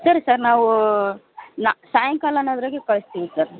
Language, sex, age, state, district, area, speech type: Kannada, female, 30-45, Karnataka, Vijayanagara, rural, conversation